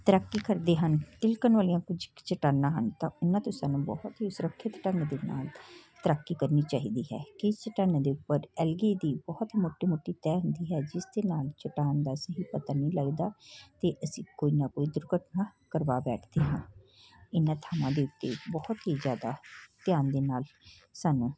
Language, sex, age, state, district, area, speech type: Punjabi, male, 45-60, Punjab, Patiala, urban, spontaneous